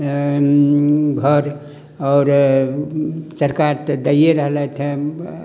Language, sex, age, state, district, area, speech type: Maithili, male, 60+, Bihar, Darbhanga, rural, spontaneous